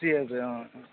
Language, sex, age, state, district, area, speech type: Odia, male, 45-60, Odisha, Sundergarh, rural, conversation